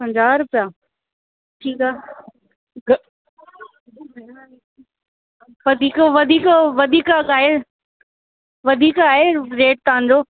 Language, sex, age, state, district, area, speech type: Sindhi, female, 18-30, Delhi, South Delhi, urban, conversation